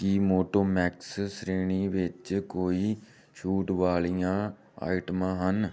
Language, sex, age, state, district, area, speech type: Punjabi, male, 18-30, Punjab, Amritsar, rural, read